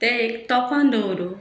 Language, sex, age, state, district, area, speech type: Goan Konkani, female, 45-60, Goa, Quepem, rural, spontaneous